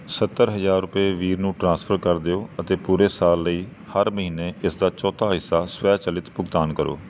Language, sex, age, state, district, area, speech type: Punjabi, male, 30-45, Punjab, Kapurthala, urban, read